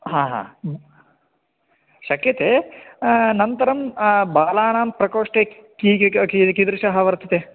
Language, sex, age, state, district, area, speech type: Sanskrit, male, 18-30, Karnataka, Bagalkot, urban, conversation